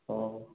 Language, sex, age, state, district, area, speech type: Odia, male, 18-30, Odisha, Dhenkanal, rural, conversation